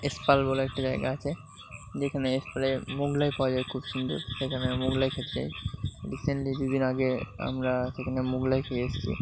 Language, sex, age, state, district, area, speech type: Bengali, male, 45-60, West Bengal, Purba Bardhaman, rural, spontaneous